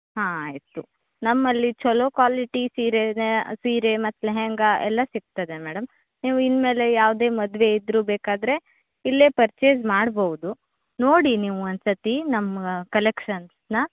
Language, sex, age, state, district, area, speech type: Kannada, female, 30-45, Karnataka, Uttara Kannada, rural, conversation